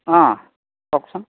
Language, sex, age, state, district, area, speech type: Assamese, male, 45-60, Assam, Dhemaji, rural, conversation